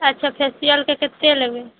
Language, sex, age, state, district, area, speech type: Maithili, female, 18-30, Bihar, Araria, urban, conversation